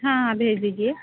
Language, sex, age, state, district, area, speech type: Hindi, female, 30-45, Uttar Pradesh, Varanasi, rural, conversation